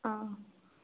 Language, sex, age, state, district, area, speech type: Kannada, female, 18-30, Karnataka, Davanagere, rural, conversation